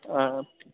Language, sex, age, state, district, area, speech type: Telugu, male, 18-30, Telangana, Khammam, urban, conversation